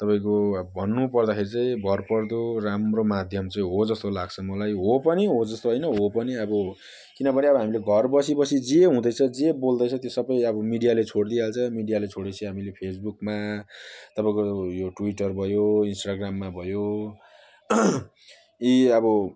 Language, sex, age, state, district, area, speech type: Nepali, male, 30-45, West Bengal, Jalpaiguri, urban, spontaneous